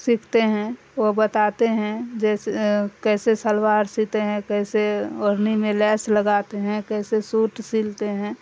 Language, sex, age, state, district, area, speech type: Urdu, female, 45-60, Bihar, Darbhanga, rural, spontaneous